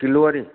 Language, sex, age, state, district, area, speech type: Dogri, male, 45-60, Jammu and Kashmir, Reasi, urban, conversation